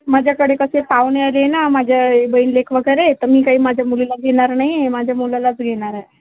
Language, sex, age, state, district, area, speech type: Marathi, female, 30-45, Maharashtra, Yavatmal, rural, conversation